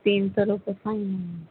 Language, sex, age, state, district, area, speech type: Urdu, female, 30-45, Delhi, North East Delhi, urban, conversation